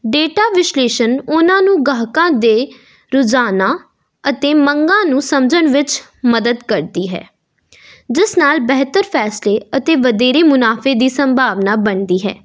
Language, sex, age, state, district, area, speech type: Punjabi, female, 18-30, Punjab, Jalandhar, urban, spontaneous